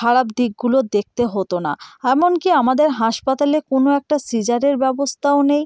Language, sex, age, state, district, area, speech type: Bengali, female, 30-45, West Bengal, North 24 Parganas, rural, spontaneous